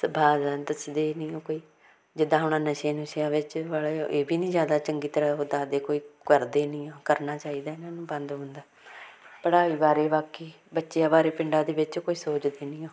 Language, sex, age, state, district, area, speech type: Punjabi, female, 45-60, Punjab, Hoshiarpur, rural, spontaneous